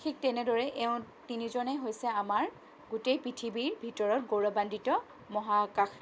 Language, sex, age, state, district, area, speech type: Assamese, female, 30-45, Assam, Sonitpur, rural, spontaneous